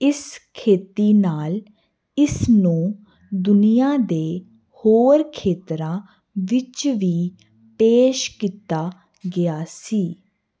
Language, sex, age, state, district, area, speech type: Punjabi, female, 18-30, Punjab, Hoshiarpur, urban, read